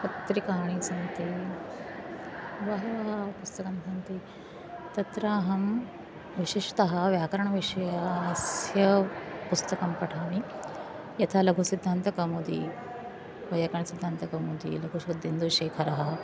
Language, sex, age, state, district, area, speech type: Sanskrit, female, 45-60, Maharashtra, Nagpur, urban, spontaneous